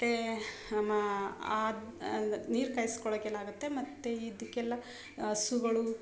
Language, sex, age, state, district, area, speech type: Kannada, female, 45-60, Karnataka, Mysore, rural, spontaneous